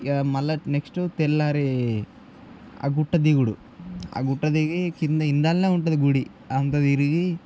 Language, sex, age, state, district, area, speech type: Telugu, male, 18-30, Telangana, Nirmal, rural, spontaneous